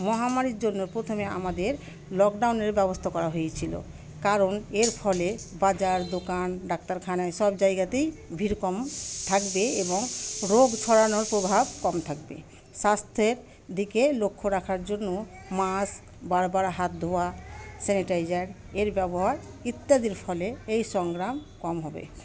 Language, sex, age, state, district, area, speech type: Bengali, female, 45-60, West Bengal, Murshidabad, rural, spontaneous